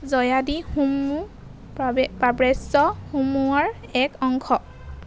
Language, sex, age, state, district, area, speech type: Assamese, female, 18-30, Assam, Golaghat, urban, read